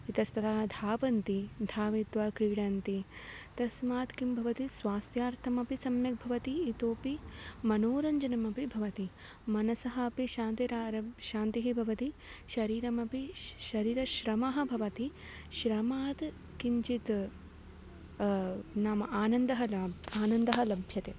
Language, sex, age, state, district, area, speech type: Sanskrit, female, 18-30, Tamil Nadu, Tiruchirappalli, urban, spontaneous